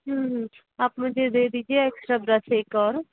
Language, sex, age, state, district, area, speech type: Hindi, female, 18-30, Madhya Pradesh, Indore, urban, conversation